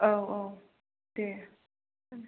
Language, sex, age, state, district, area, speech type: Bodo, female, 30-45, Assam, Kokrajhar, rural, conversation